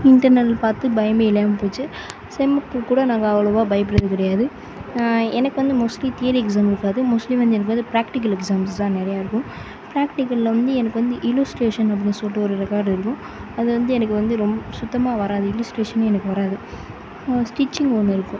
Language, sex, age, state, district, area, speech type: Tamil, female, 18-30, Tamil Nadu, Sivaganga, rural, spontaneous